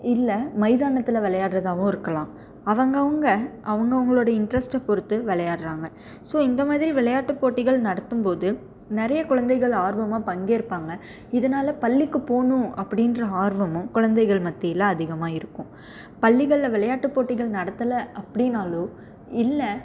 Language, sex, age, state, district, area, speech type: Tamil, female, 18-30, Tamil Nadu, Salem, rural, spontaneous